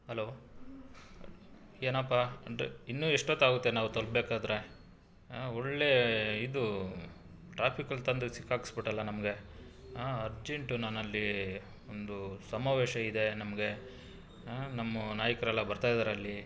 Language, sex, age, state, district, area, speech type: Kannada, male, 45-60, Karnataka, Bangalore Urban, rural, spontaneous